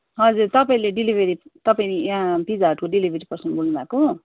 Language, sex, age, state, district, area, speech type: Nepali, female, 30-45, West Bengal, Darjeeling, rural, conversation